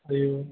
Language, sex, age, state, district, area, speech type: Kannada, male, 30-45, Karnataka, Belgaum, urban, conversation